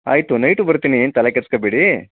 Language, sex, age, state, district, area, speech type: Kannada, male, 30-45, Karnataka, Chamarajanagar, rural, conversation